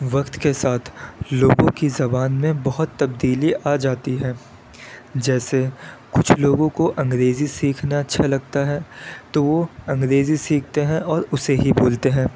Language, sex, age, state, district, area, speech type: Urdu, male, 18-30, Delhi, Central Delhi, urban, spontaneous